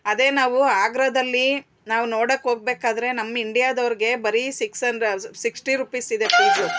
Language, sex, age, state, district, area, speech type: Kannada, female, 45-60, Karnataka, Bangalore Urban, urban, spontaneous